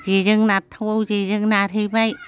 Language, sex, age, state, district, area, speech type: Bodo, female, 60+, Assam, Chirang, rural, spontaneous